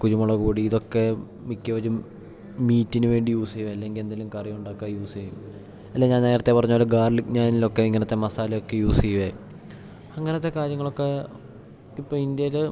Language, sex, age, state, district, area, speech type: Malayalam, male, 18-30, Kerala, Idukki, rural, spontaneous